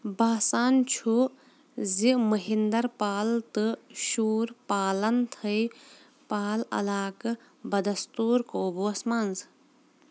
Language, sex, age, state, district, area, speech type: Kashmiri, female, 18-30, Jammu and Kashmir, Kulgam, rural, read